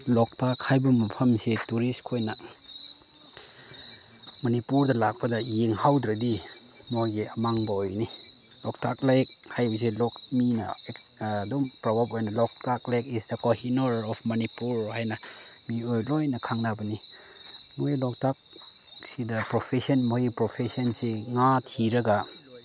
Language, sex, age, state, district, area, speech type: Manipuri, male, 30-45, Manipur, Chandel, rural, spontaneous